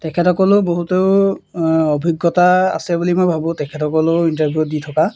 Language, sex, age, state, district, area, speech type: Assamese, male, 18-30, Assam, Golaghat, urban, spontaneous